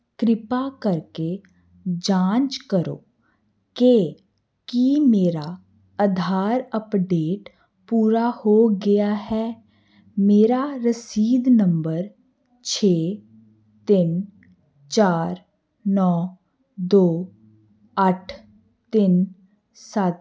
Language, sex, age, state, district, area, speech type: Punjabi, female, 18-30, Punjab, Hoshiarpur, urban, read